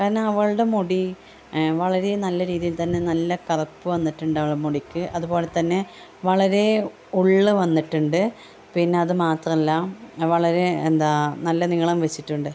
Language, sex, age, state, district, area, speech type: Malayalam, female, 30-45, Kerala, Malappuram, rural, spontaneous